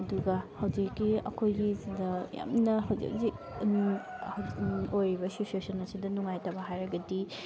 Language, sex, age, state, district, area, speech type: Manipuri, female, 30-45, Manipur, Thoubal, rural, spontaneous